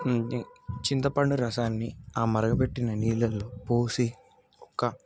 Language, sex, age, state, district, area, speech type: Telugu, male, 18-30, Telangana, Nalgonda, urban, spontaneous